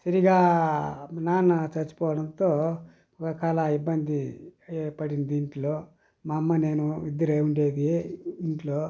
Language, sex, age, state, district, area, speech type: Telugu, male, 60+, Andhra Pradesh, Sri Balaji, rural, spontaneous